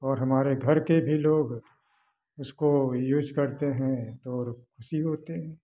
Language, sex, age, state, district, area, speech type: Hindi, male, 60+, Uttar Pradesh, Prayagraj, rural, spontaneous